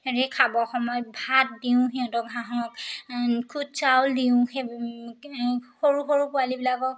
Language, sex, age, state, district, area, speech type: Assamese, female, 18-30, Assam, Majuli, urban, spontaneous